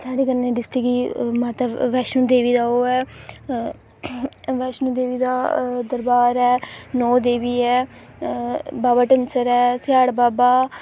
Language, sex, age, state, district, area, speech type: Dogri, female, 18-30, Jammu and Kashmir, Reasi, rural, spontaneous